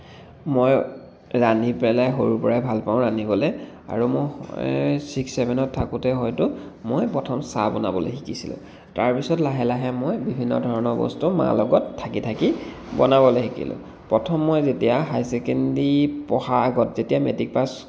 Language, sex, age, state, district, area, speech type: Assamese, male, 30-45, Assam, Dhemaji, rural, spontaneous